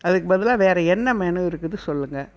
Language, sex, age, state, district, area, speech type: Tamil, female, 60+, Tamil Nadu, Erode, rural, spontaneous